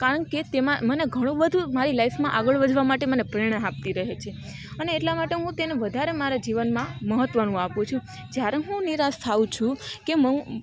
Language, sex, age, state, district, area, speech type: Gujarati, female, 30-45, Gujarat, Rajkot, rural, spontaneous